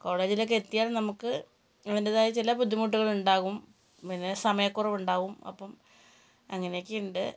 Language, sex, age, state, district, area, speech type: Malayalam, female, 45-60, Kerala, Wayanad, rural, spontaneous